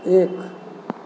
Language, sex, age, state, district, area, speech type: Maithili, male, 45-60, Bihar, Sitamarhi, rural, read